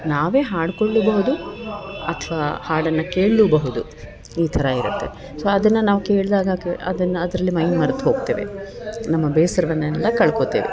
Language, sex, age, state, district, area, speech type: Kannada, female, 30-45, Karnataka, Bellary, rural, spontaneous